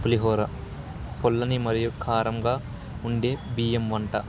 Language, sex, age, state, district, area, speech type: Telugu, male, 18-30, Andhra Pradesh, Sri Satya Sai, rural, spontaneous